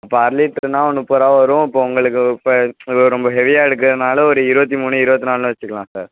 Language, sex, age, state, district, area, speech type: Tamil, male, 18-30, Tamil Nadu, Perambalur, urban, conversation